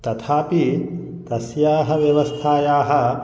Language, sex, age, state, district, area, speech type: Sanskrit, male, 45-60, Telangana, Mahbubnagar, rural, spontaneous